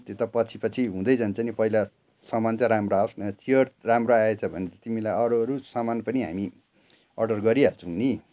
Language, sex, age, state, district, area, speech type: Nepali, male, 60+, West Bengal, Darjeeling, rural, spontaneous